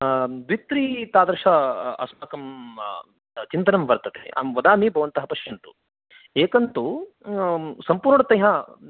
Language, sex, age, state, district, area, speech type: Sanskrit, male, 30-45, Karnataka, Chikkamagaluru, urban, conversation